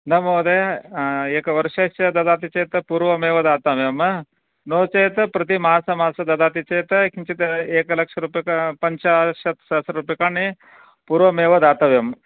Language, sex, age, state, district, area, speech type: Sanskrit, male, 45-60, Karnataka, Vijayanagara, rural, conversation